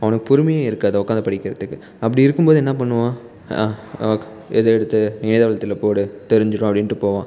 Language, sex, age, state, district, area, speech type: Tamil, male, 18-30, Tamil Nadu, Salem, rural, spontaneous